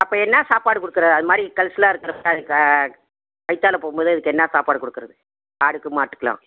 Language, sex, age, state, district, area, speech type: Tamil, female, 60+, Tamil Nadu, Tiruchirappalli, rural, conversation